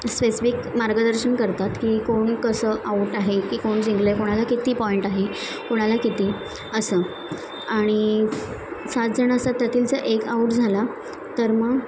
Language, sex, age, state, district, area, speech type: Marathi, female, 18-30, Maharashtra, Mumbai Suburban, urban, spontaneous